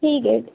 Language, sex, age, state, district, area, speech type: Marathi, female, 18-30, Maharashtra, Wardha, rural, conversation